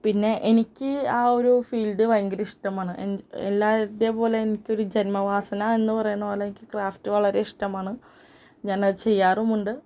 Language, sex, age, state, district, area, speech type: Malayalam, female, 18-30, Kerala, Ernakulam, rural, spontaneous